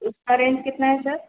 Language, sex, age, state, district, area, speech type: Hindi, female, 45-60, Uttar Pradesh, Azamgarh, rural, conversation